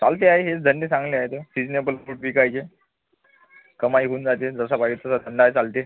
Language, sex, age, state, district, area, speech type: Marathi, male, 30-45, Maharashtra, Washim, rural, conversation